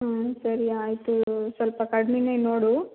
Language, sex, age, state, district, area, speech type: Kannada, female, 18-30, Karnataka, Chitradurga, rural, conversation